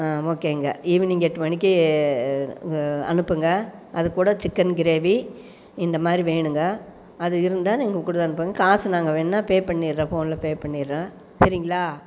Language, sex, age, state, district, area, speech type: Tamil, female, 45-60, Tamil Nadu, Coimbatore, rural, spontaneous